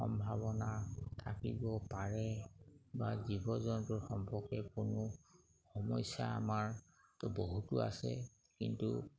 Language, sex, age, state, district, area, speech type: Assamese, male, 45-60, Assam, Sivasagar, rural, spontaneous